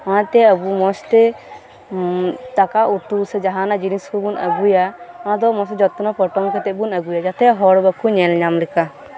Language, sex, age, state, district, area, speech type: Santali, female, 18-30, West Bengal, Birbhum, rural, spontaneous